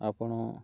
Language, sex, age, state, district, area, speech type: Odia, male, 30-45, Odisha, Nuapada, urban, spontaneous